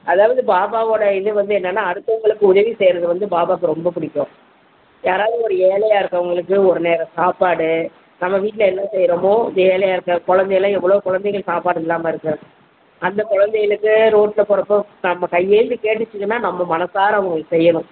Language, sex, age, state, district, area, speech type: Tamil, female, 60+, Tamil Nadu, Virudhunagar, rural, conversation